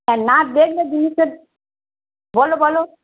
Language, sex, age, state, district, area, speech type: Bengali, female, 45-60, West Bengal, Darjeeling, rural, conversation